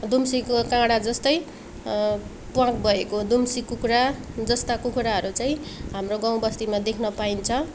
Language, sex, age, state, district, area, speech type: Nepali, female, 18-30, West Bengal, Darjeeling, rural, spontaneous